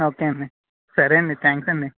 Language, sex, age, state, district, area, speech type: Telugu, male, 30-45, Andhra Pradesh, Alluri Sitarama Raju, rural, conversation